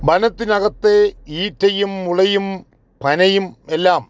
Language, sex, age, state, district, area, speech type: Malayalam, male, 45-60, Kerala, Kollam, rural, spontaneous